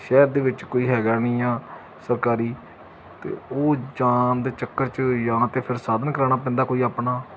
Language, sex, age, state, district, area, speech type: Punjabi, male, 30-45, Punjab, Gurdaspur, rural, spontaneous